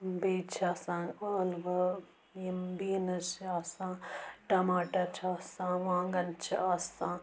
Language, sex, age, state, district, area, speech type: Kashmiri, female, 18-30, Jammu and Kashmir, Budgam, rural, spontaneous